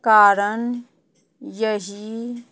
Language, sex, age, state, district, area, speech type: Maithili, female, 45-60, Bihar, Madhubani, rural, read